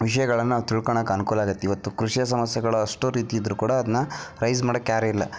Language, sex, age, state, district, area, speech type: Kannada, male, 18-30, Karnataka, Dharwad, urban, spontaneous